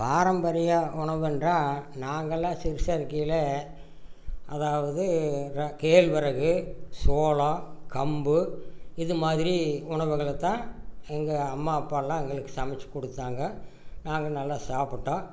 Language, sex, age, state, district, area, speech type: Tamil, male, 60+, Tamil Nadu, Erode, rural, spontaneous